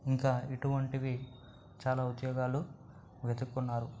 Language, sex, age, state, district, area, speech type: Telugu, male, 18-30, Telangana, Nalgonda, urban, spontaneous